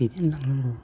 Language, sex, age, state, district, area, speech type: Bodo, male, 45-60, Assam, Baksa, rural, spontaneous